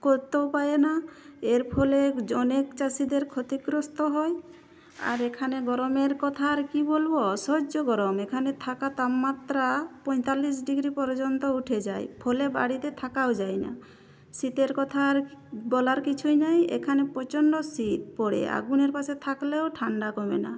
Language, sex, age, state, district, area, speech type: Bengali, female, 30-45, West Bengal, Jhargram, rural, spontaneous